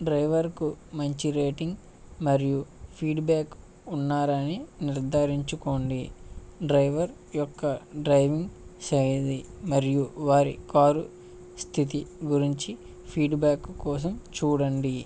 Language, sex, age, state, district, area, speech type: Telugu, male, 18-30, Andhra Pradesh, West Godavari, rural, spontaneous